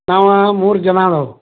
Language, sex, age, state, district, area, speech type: Kannada, male, 45-60, Karnataka, Belgaum, rural, conversation